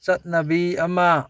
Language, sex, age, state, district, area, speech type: Manipuri, male, 60+, Manipur, Bishnupur, rural, read